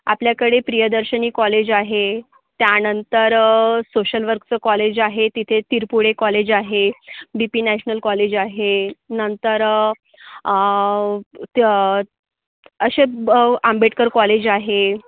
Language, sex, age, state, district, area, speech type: Marathi, female, 30-45, Maharashtra, Yavatmal, urban, conversation